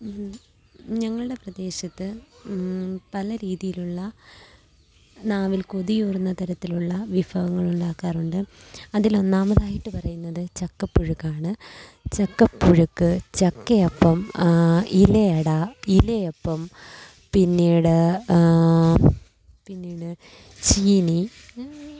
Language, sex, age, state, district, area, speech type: Malayalam, female, 18-30, Kerala, Kollam, rural, spontaneous